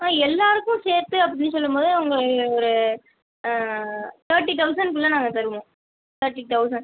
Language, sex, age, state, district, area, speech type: Tamil, female, 18-30, Tamil Nadu, Pudukkottai, rural, conversation